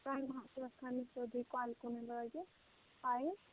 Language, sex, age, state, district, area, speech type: Kashmiri, female, 18-30, Jammu and Kashmir, Kulgam, rural, conversation